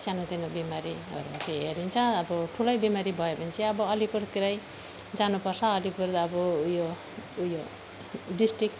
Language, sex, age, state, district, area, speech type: Nepali, female, 45-60, West Bengal, Alipurduar, urban, spontaneous